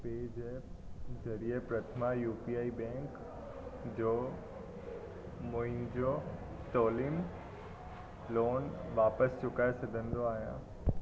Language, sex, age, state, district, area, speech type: Sindhi, male, 18-30, Gujarat, Surat, urban, read